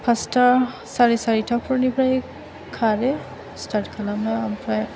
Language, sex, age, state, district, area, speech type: Bodo, female, 18-30, Assam, Chirang, urban, spontaneous